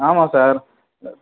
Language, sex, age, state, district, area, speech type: Tamil, male, 45-60, Tamil Nadu, Vellore, rural, conversation